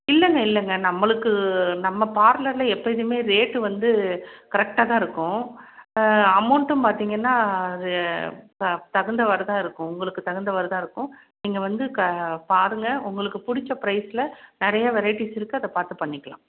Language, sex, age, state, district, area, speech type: Tamil, female, 30-45, Tamil Nadu, Salem, urban, conversation